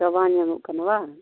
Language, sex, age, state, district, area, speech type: Santali, female, 45-60, West Bengal, Bankura, rural, conversation